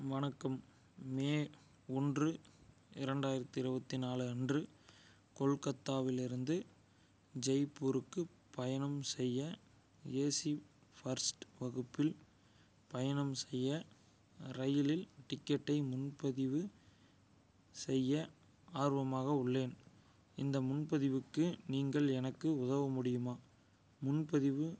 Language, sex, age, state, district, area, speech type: Tamil, male, 18-30, Tamil Nadu, Madurai, rural, read